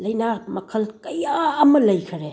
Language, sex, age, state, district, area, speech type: Manipuri, female, 60+, Manipur, Bishnupur, rural, spontaneous